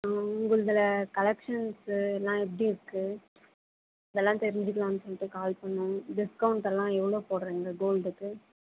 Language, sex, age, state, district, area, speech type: Tamil, female, 18-30, Tamil Nadu, Tirupattur, urban, conversation